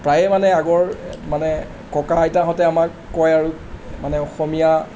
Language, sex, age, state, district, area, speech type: Assamese, male, 45-60, Assam, Charaideo, urban, spontaneous